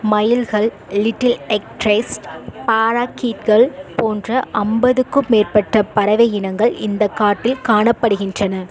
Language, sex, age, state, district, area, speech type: Tamil, female, 18-30, Tamil Nadu, Dharmapuri, urban, read